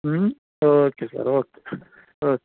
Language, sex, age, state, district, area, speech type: Kannada, male, 45-60, Karnataka, Udupi, rural, conversation